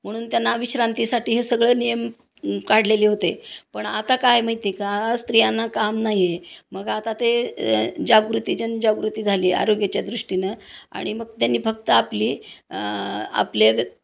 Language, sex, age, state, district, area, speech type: Marathi, female, 60+, Maharashtra, Osmanabad, rural, spontaneous